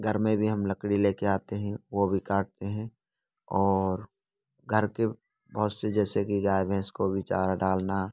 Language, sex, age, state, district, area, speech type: Hindi, male, 18-30, Rajasthan, Bharatpur, rural, spontaneous